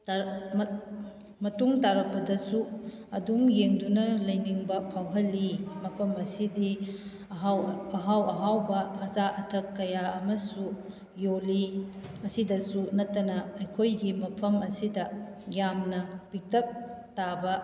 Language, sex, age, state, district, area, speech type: Manipuri, female, 30-45, Manipur, Kakching, rural, spontaneous